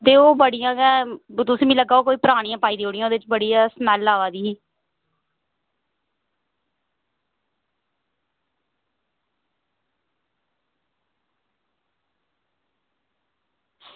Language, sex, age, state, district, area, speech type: Dogri, female, 45-60, Jammu and Kashmir, Reasi, rural, conversation